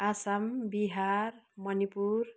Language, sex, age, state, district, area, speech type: Nepali, female, 60+, West Bengal, Kalimpong, rural, spontaneous